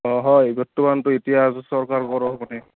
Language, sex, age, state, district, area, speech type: Assamese, male, 18-30, Assam, Goalpara, urban, conversation